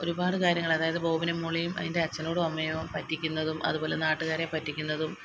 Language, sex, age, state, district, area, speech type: Malayalam, female, 30-45, Kerala, Kottayam, rural, spontaneous